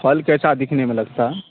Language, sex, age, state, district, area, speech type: Urdu, male, 18-30, Bihar, Khagaria, rural, conversation